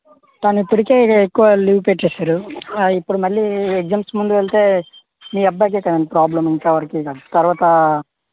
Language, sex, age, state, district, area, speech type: Telugu, male, 45-60, Andhra Pradesh, Vizianagaram, rural, conversation